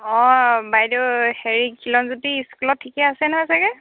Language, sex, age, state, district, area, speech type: Assamese, female, 30-45, Assam, Dhemaji, urban, conversation